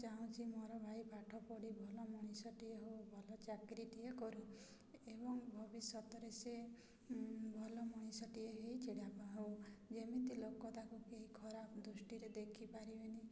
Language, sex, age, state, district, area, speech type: Odia, female, 30-45, Odisha, Mayurbhanj, rural, spontaneous